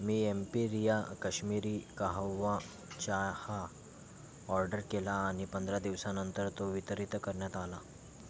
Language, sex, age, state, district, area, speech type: Marathi, male, 30-45, Maharashtra, Thane, urban, read